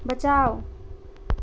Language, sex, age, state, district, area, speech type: Maithili, female, 30-45, Bihar, Sitamarhi, urban, read